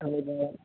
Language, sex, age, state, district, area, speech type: Kannada, male, 18-30, Karnataka, Uttara Kannada, rural, conversation